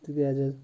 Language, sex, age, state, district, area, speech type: Kashmiri, male, 30-45, Jammu and Kashmir, Bandipora, rural, spontaneous